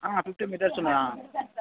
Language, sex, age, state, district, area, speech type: Telugu, male, 18-30, Telangana, Mancherial, rural, conversation